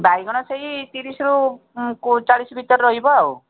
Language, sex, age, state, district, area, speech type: Odia, female, 45-60, Odisha, Koraput, urban, conversation